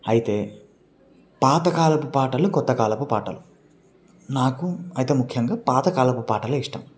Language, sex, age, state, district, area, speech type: Telugu, male, 18-30, Andhra Pradesh, Srikakulam, urban, spontaneous